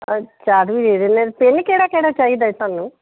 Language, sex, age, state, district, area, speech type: Punjabi, female, 45-60, Punjab, Firozpur, rural, conversation